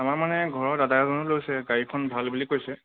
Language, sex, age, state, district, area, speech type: Assamese, male, 45-60, Assam, Charaideo, rural, conversation